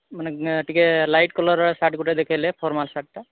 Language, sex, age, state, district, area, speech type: Odia, male, 18-30, Odisha, Mayurbhanj, rural, conversation